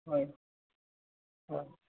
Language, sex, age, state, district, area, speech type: Assamese, male, 18-30, Assam, Golaghat, urban, conversation